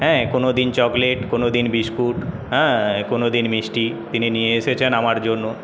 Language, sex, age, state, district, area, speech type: Bengali, male, 30-45, West Bengal, Paschim Medinipur, rural, spontaneous